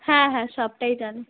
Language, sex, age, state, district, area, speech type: Bengali, female, 18-30, West Bengal, Darjeeling, rural, conversation